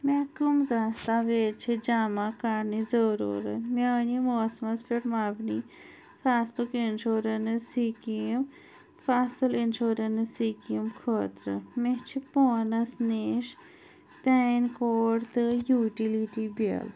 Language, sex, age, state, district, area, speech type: Kashmiri, female, 30-45, Jammu and Kashmir, Anantnag, urban, read